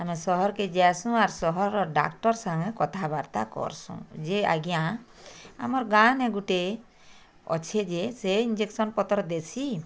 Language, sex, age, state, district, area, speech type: Odia, female, 60+, Odisha, Bargarh, rural, spontaneous